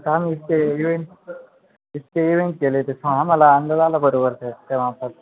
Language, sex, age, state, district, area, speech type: Marathi, male, 18-30, Maharashtra, Ahmednagar, rural, conversation